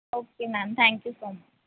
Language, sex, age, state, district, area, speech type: Punjabi, female, 18-30, Punjab, Fazilka, rural, conversation